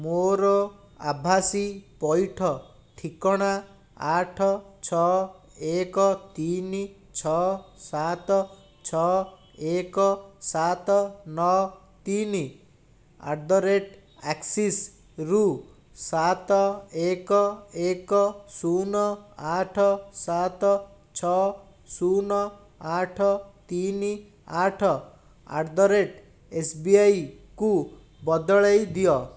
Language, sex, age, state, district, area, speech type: Odia, male, 30-45, Odisha, Bhadrak, rural, read